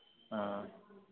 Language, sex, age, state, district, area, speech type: Hindi, male, 30-45, Bihar, Madhepura, rural, conversation